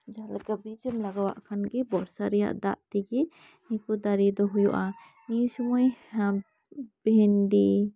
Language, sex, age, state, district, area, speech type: Santali, female, 30-45, West Bengal, Birbhum, rural, spontaneous